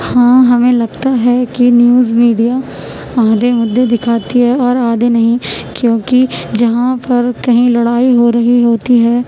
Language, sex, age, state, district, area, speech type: Urdu, female, 18-30, Uttar Pradesh, Gautam Buddha Nagar, rural, spontaneous